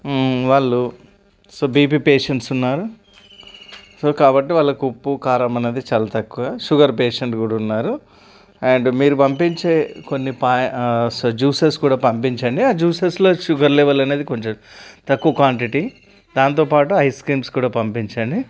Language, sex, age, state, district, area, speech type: Telugu, male, 30-45, Telangana, Karimnagar, rural, spontaneous